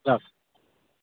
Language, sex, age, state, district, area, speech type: Maithili, male, 30-45, Bihar, Sitamarhi, urban, conversation